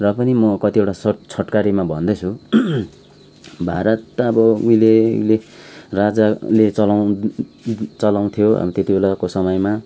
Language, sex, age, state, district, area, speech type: Nepali, male, 30-45, West Bengal, Kalimpong, rural, spontaneous